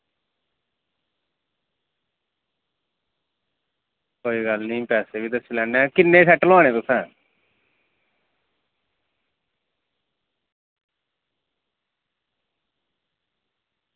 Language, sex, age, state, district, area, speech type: Dogri, male, 30-45, Jammu and Kashmir, Samba, rural, conversation